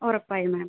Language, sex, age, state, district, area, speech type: Malayalam, female, 18-30, Kerala, Thrissur, rural, conversation